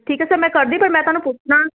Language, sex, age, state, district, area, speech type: Punjabi, female, 30-45, Punjab, Kapurthala, urban, conversation